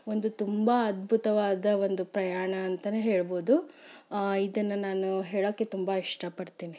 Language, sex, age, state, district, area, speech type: Kannada, female, 30-45, Karnataka, Chikkaballapur, rural, spontaneous